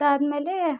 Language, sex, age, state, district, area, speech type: Kannada, female, 18-30, Karnataka, Vijayanagara, rural, spontaneous